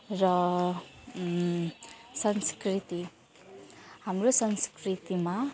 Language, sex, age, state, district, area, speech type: Nepali, female, 18-30, West Bengal, Jalpaiguri, rural, spontaneous